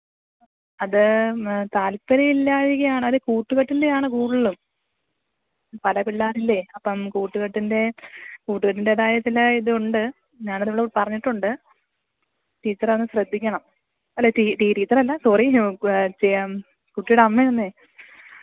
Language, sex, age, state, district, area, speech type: Malayalam, female, 30-45, Kerala, Pathanamthitta, rural, conversation